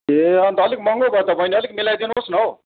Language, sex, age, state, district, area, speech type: Nepali, male, 60+, West Bengal, Kalimpong, rural, conversation